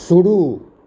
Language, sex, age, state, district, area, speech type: Maithili, male, 60+, Bihar, Purnia, urban, read